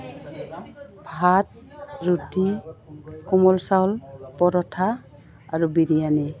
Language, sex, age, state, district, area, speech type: Assamese, female, 45-60, Assam, Goalpara, urban, spontaneous